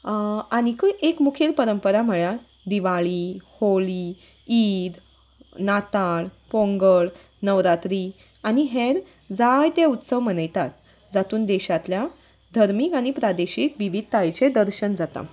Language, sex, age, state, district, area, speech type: Goan Konkani, female, 30-45, Goa, Salcete, rural, spontaneous